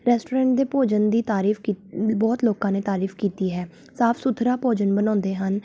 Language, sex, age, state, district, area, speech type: Punjabi, female, 18-30, Punjab, Tarn Taran, urban, spontaneous